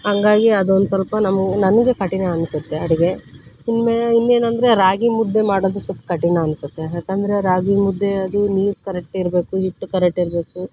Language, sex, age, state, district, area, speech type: Kannada, female, 30-45, Karnataka, Koppal, rural, spontaneous